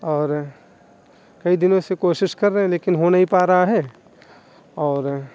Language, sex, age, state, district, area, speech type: Urdu, male, 18-30, Uttar Pradesh, Muzaffarnagar, urban, spontaneous